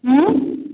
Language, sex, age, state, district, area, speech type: Maithili, female, 18-30, Bihar, Samastipur, urban, conversation